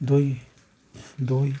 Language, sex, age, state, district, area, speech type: Bengali, male, 45-60, West Bengal, Howrah, urban, spontaneous